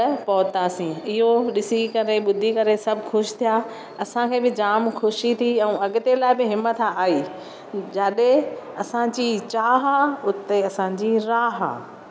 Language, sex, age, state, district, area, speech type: Sindhi, female, 60+, Maharashtra, Thane, urban, spontaneous